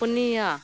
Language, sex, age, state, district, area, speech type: Santali, female, 30-45, West Bengal, Birbhum, rural, read